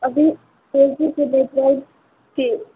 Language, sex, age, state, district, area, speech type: Maithili, female, 45-60, Bihar, Sitamarhi, urban, conversation